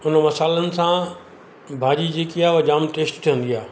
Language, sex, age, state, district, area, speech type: Sindhi, male, 60+, Gujarat, Surat, urban, spontaneous